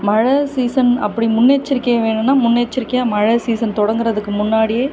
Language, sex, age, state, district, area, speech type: Tamil, female, 30-45, Tamil Nadu, Kanchipuram, urban, spontaneous